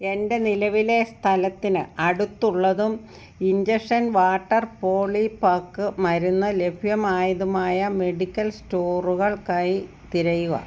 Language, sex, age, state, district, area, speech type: Malayalam, female, 60+, Kerala, Kottayam, rural, read